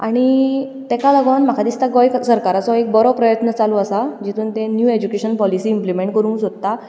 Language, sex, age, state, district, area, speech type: Goan Konkani, female, 18-30, Goa, Ponda, rural, spontaneous